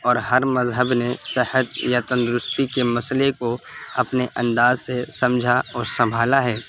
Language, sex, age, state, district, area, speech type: Urdu, male, 18-30, Delhi, North East Delhi, urban, spontaneous